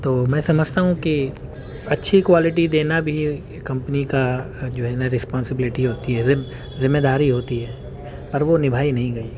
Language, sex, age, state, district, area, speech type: Urdu, male, 30-45, Uttar Pradesh, Gautam Buddha Nagar, urban, spontaneous